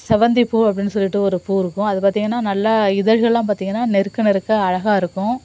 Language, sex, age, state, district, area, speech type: Tamil, female, 30-45, Tamil Nadu, Nagapattinam, urban, spontaneous